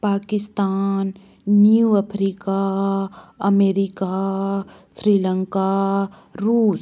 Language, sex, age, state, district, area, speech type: Hindi, female, 18-30, Madhya Pradesh, Bhopal, urban, spontaneous